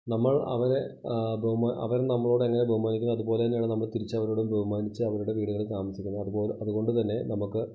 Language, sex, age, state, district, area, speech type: Malayalam, male, 30-45, Kerala, Idukki, rural, spontaneous